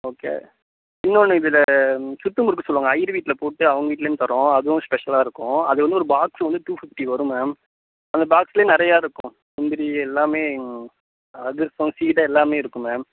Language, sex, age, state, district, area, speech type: Tamil, male, 18-30, Tamil Nadu, Mayiladuthurai, rural, conversation